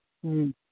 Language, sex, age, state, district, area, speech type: Urdu, male, 18-30, Bihar, Purnia, rural, conversation